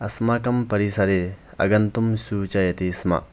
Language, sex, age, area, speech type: Sanskrit, male, 30-45, rural, spontaneous